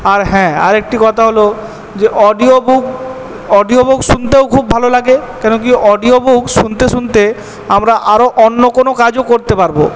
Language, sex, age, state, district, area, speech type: Bengali, male, 18-30, West Bengal, Purba Bardhaman, urban, spontaneous